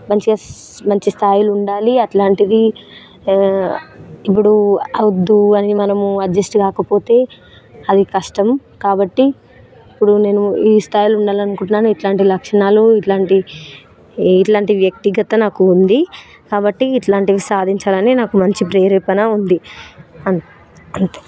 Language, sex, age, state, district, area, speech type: Telugu, female, 18-30, Telangana, Hyderabad, urban, spontaneous